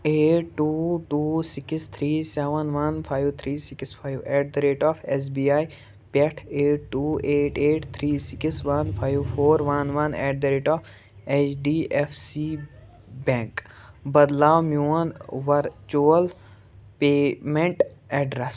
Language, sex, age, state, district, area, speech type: Kashmiri, male, 18-30, Jammu and Kashmir, Pulwama, urban, read